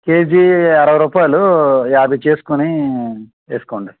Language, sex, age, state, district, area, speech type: Telugu, male, 30-45, Andhra Pradesh, Krishna, urban, conversation